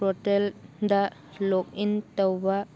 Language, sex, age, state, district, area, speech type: Manipuri, female, 45-60, Manipur, Churachandpur, urban, read